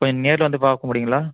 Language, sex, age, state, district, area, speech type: Tamil, male, 18-30, Tamil Nadu, Viluppuram, urban, conversation